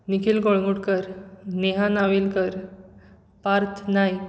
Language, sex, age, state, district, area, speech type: Goan Konkani, male, 18-30, Goa, Bardez, rural, spontaneous